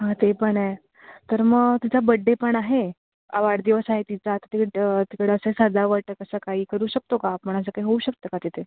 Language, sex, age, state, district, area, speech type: Marathi, female, 18-30, Maharashtra, Raigad, rural, conversation